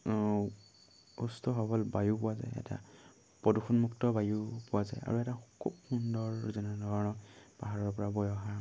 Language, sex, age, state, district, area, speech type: Assamese, male, 18-30, Assam, Dhemaji, rural, spontaneous